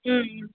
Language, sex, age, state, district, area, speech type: Tamil, female, 18-30, Tamil Nadu, Vellore, urban, conversation